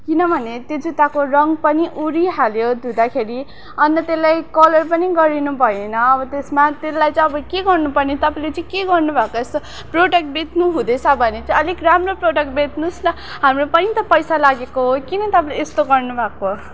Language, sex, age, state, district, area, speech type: Nepali, female, 18-30, West Bengal, Darjeeling, rural, spontaneous